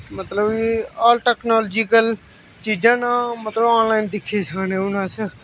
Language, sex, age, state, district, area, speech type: Dogri, male, 18-30, Jammu and Kashmir, Samba, rural, spontaneous